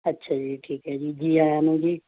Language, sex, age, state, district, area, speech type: Punjabi, female, 45-60, Punjab, Muktsar, urban, conversation